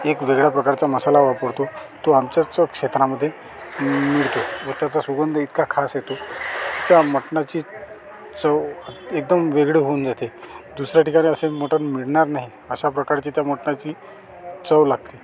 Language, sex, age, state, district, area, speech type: Marathi, male, 30-45, Maharashtra, Amravati, rural, spontaneous